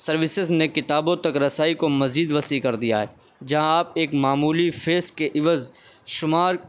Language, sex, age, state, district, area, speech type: Urdu, male, 18-30, Uttar Pradesh, Saharanpur, urban, spontaneous